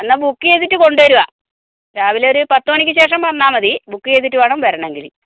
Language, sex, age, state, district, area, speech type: Malayalam, female, 45-60, Kerala, Wayanad, rural, conversation